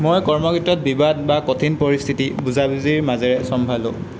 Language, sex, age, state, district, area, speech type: Assamese, male, 18-30, Assam, Sonitpur, rural, spontaneous